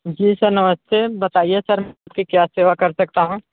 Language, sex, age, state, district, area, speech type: Hindi, male, 45-60, Uttar Pradesh, Sonbhadra, rural, conversation